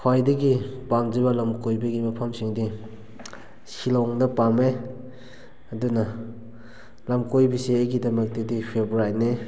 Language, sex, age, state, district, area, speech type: Manipuri, male, 18-30, Manipur, Kakching, rural, spontaneous